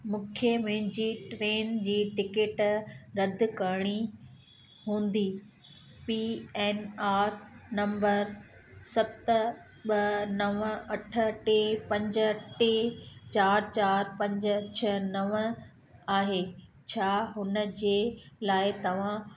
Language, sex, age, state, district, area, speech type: Sindhi, female, 45-60, Gujarat, Kutch, urban, read